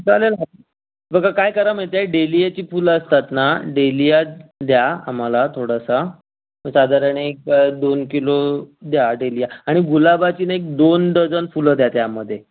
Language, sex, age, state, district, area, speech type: Marathi, male, 30-45, Maharashtra, Raigad, rural, conversation